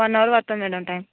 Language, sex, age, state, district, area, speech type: Telugu, female, 18-30, Telangana, Hyderabad, urban, conversation